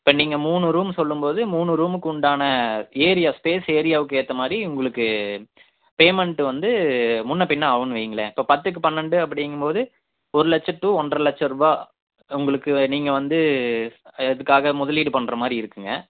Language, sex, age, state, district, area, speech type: Tamil, male, 30-45, Tamil Nadu, Erode, rural, conversation